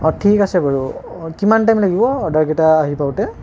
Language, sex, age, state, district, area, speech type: Assamese, male, 30-45, Assam, Nalbari, rural, spontaneous